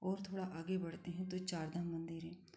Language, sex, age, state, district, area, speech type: Hindi, female, 45-60, Madhya Pradesh, Ujjain, rural, spontaneous